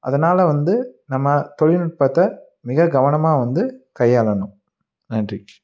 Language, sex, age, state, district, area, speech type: Tamil, male, 30-45, Tamil Nadu, Tiruppur, rural, spontaneous